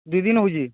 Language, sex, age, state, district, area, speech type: Odia, male, 45-60, Odisha, Nuapada, urban, conversation